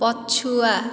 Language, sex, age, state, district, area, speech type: Odia, female, 30-45, Odisha, Dhenkanal, rural, read